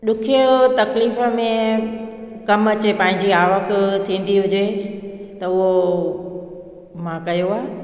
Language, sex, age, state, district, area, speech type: Sindhi, female, 45-60, Gujarat, Junagadh, urban, spontaneous